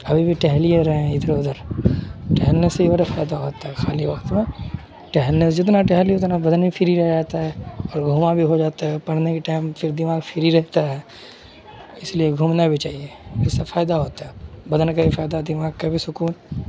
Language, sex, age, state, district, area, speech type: Urdu, male, 18-30, Bihar, Supaul, rural, spontaneous